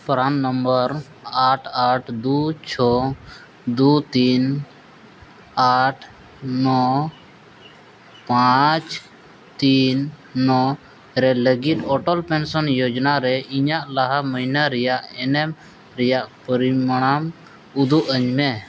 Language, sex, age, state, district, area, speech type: Santali, male, 30-45, Jharkhand, East Singhbhum, rural, read